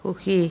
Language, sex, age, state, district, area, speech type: Assamese, female, 45-60, Assam, Biswanath, rural, read